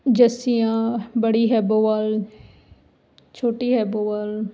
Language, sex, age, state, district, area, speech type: Punjabi, female, 30-45, Punjab, Ludhiana, urban, spontaneous